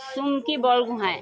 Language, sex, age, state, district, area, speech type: Assamese, female, 45-60, Assam, Sivasagar, urban, spontaneous